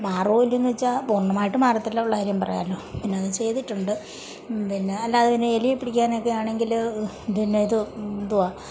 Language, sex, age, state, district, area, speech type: Malayalam, female, 45-60, Kerala, Kollam, rural, spontaneous